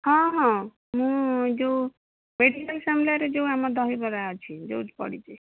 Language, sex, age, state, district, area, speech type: Odia, female, 18-30, Odisha, Bhadrak, rural, conversation